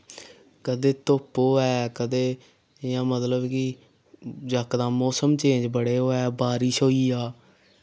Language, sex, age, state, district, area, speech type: Dogri, male, 18-30, Jammu and Kashmir, Samba, rural, spontaneous